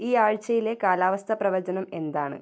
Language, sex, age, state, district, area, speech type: Malayalam, female, 18-30, Kerala, Kasaragod, rural, read